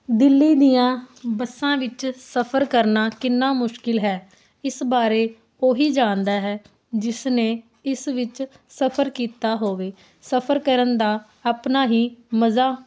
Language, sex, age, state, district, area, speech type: Punjabi, female, 18-30, Punjab, Muktsar, rural, spontaneous